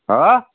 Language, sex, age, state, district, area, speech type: Malayalam, male, 60+, Kerala, Wayanad, rural, conversation